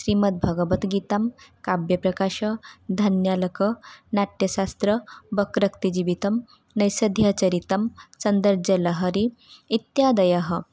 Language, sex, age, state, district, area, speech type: Sanskrit, female, 18-30, Odisha, Mayurbhanj, rural, spontaneous